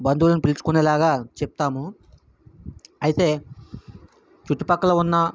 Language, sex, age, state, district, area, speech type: Telugu, male, 60+, Andhra Pradesh, Vizianagaram, rural, spontaneous